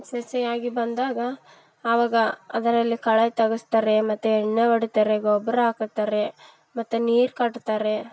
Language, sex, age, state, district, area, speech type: Kannada, female, 18-30, Karnataka, Vijayanagara, rural, spontaneous